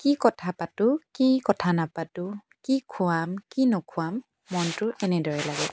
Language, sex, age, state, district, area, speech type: Assamese, female, 18-30, Assam, Tinsukia, urban, spontaneous